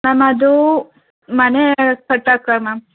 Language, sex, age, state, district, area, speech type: Kannada, female, 18-30, Karnataka, Hassan, urban, conversation